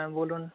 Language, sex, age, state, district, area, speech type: Bengali, male, 45-60, West Bengal, Dakshin Dinajpur, rural, conversation